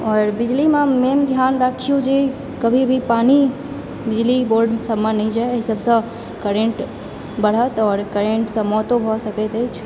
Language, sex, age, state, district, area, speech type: Maithili, female, 18-30, Bihar, Supaul, urban, spontaneous